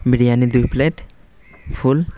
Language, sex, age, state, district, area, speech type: Bengali, male, 18-30, West Bengal, Malda, urban, spontaneous